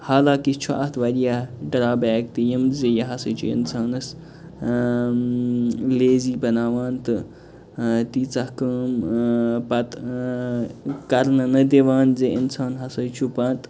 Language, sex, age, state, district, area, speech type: Kashmiri, male, 30-45, Jammu and Kashmir, Kupwara, rural, spontaneous